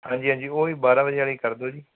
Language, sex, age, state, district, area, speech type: Punjabi, male, 18-30, Punjab, Fazilka, rural, conversation